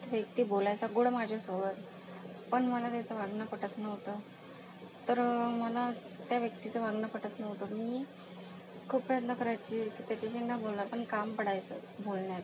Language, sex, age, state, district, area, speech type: Marathi, female, 18-30, Maharashtra, Akola, rural, spontaneous